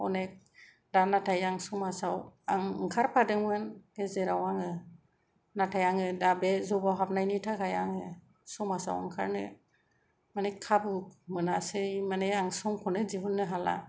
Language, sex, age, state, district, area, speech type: Bodo, female, 45-60, Assam, Kokrajhar, rural, spontaneous